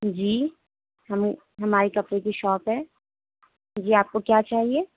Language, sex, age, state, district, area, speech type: Urdu, female, 18-30, Delhi, North West Delhi, urban, conversation